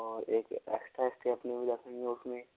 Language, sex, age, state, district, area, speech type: Hindi, male, 45-60, Rajasthan, Karauli, rural, conversation